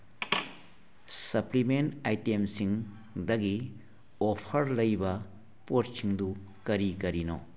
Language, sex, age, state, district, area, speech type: Manipuri, male, 60+, Manipur, Churachandpur, urban, read